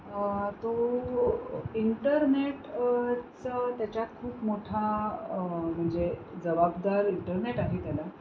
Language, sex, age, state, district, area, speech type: Marathi, female, 45-60, Maharashtra, Pune, urban, spontaneous